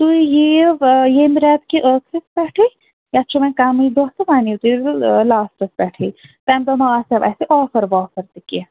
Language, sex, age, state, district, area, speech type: Kashmiri, female, 30-45, Jammu and Kashmir, Srinagar, urban, conversation